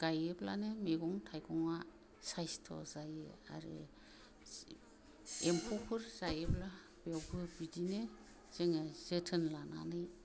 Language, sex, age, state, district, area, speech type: Bodo, female, 60+, Assam, Kokrajhar, urban, spontaneous